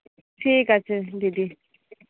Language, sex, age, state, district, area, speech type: Bengali, female, 30-45, West Bengal, Kolkata, urban, conversation